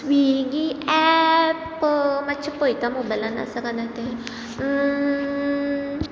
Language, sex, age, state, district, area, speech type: Goan Konkani, female, 18-30, Goa, Ponda, rural, spontaneous